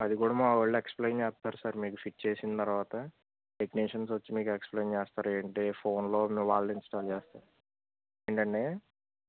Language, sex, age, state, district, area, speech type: Telugu, male, 18-30, Andhra Pradesh, Eluru, rural, conversation